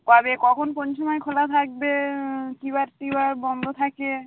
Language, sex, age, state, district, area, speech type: Bengali, female, 30-45, West Bengal, Birbhum, urban, conversation